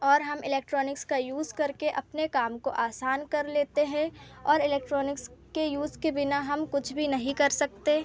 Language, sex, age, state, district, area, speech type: Hindi, female, 18-30, Madhya Pradesh, Seoni, urban, spontaneous